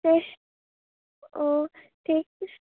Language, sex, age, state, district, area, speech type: Maithili, female, 18-30, Bihar, Muzaffarpur, rural, conversation